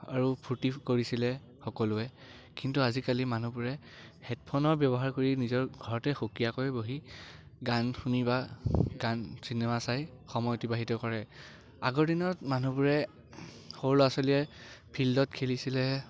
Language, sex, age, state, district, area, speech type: Assamese, male, 18-30, Assam, Biswanath, rural, spontaneous